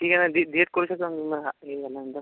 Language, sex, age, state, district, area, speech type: Marathi, male, 30-45, Maharashtra, Akola, urban, conversation